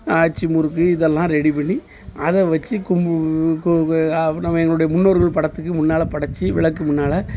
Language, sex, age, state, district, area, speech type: Tamil, male, 45-60, Tamil Nadu, Thoothukudi, rural, spontaneous